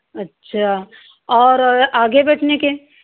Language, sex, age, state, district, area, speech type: Hindi, female, 60+, Uttar Pradesh, Hardoi, rural, conversation